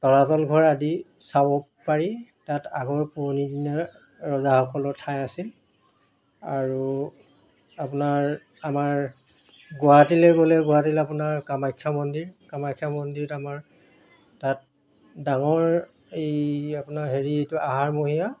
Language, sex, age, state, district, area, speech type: Assamese, male, 60+, Assam, Golaghat, urban, spontaneous